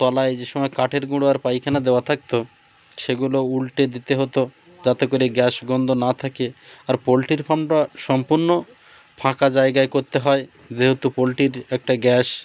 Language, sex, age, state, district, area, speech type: Bengali, male, 30-45, West Bengal, Birbhum, urban, spontaneous